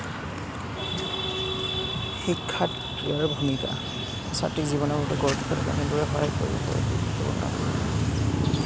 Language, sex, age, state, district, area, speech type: Assamese, male, 18-30, Assam, Kamrup Metropolitan, urban, spontaneous